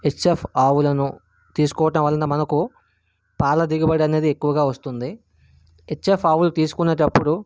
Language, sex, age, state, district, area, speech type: Telugu, male, 18-30, Andhra Pradesh, Vizianagaram, urban, spontaneous